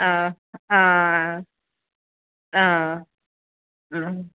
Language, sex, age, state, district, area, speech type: Malayalam, female, 30-45, Kerala, Idukki, rural, conversation